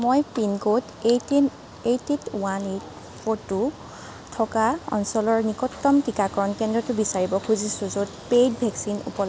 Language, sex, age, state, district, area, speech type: Assamese, female, 45-60, Assam, Nagaon, rural, read